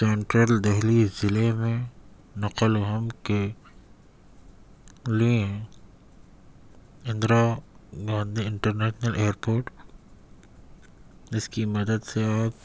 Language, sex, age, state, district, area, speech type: Urdu, male, 18-30, Delhi, Central Delhi, urban, spontaneous